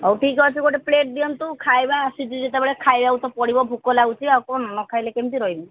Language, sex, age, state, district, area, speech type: Odia, female, 45-60, Odisha, Sundergarh, rural, conversation